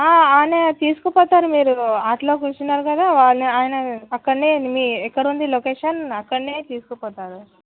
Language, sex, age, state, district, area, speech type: Telugu, female, 18-30, Telangana, Vikarabad, urban, conversation